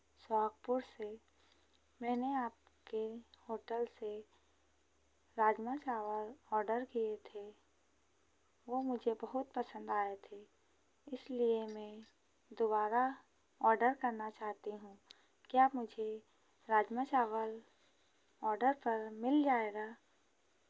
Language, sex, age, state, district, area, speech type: Hindi, female, 30-45, Madhya Pradesh, Hoshangabad, urban, spontaneous